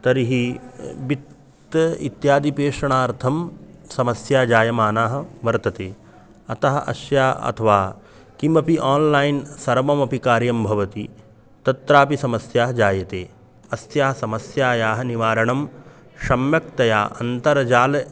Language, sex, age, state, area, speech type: Sanskrit, male, 30-45, Uttar Pradesh, urban, spontaneous